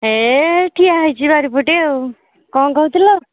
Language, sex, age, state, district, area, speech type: Odia, female, 30-45, Odisha, Nayagarh, rural, conversation